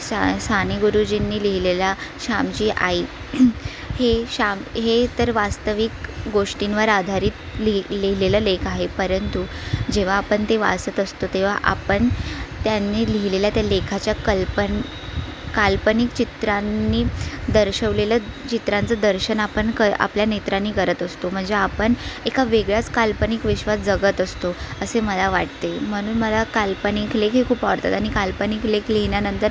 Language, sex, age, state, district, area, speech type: Marathi, female, 18-30, Maharashtra, Sindhudurg, rural, spontaneous